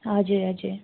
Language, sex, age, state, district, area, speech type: Nepali, female, 30-45, West Bengal, Kalimpong, rural, conversation